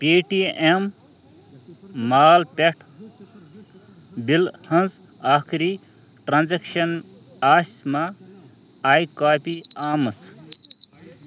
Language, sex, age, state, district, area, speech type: Kashmiri, male, 30-45, Jammu and Kashmir, Ganderbal, rural, read